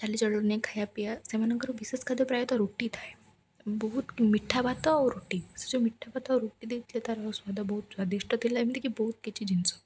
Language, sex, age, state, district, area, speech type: Odia, female, 18-30, Odisha, Ganjam, urban, spontaneous